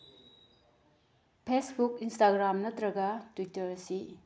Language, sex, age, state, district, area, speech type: Manipuri, female, 30-45, Manipur, Bishnupur, rural, spontaneous